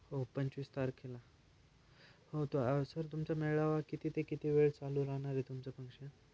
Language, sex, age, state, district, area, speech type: Marathi, male, 18-30, Maharashtra, Ahmednagar, rural, spontaneous